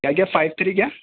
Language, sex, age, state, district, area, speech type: Urdu, male, 18-30, Delhi, North West Delhi, urban, conversation